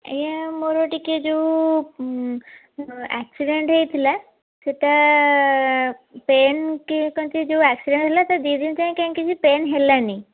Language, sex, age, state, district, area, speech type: Odia, female, 18-30, Odisha, Kendujhar, urban, conversation